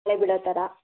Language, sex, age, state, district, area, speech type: Kannada, female, 45-60, Karnataka, Tumkur, rural, conversation